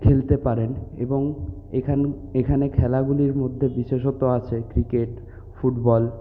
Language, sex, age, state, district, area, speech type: Bengali, male, 30-45, West Bengal, Purulia, urban, spontaneous